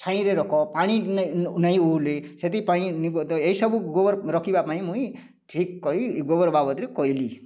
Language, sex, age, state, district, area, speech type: Odia, male, 45-60, Odisha, Kalahandi, rural, spontaneous